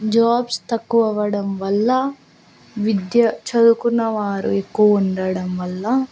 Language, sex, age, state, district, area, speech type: Telugu, female, 18-30, Andhra Pradesh, Nandyal, rural, spontaneous